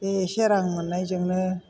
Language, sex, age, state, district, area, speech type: Bodo, female, 60+, Assam, Chirang, rural, spontaneous